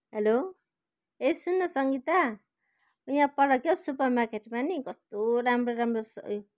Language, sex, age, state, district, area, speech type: Nepali, female, 45-60, West Bengal, Kalimpong, rural, spontaneous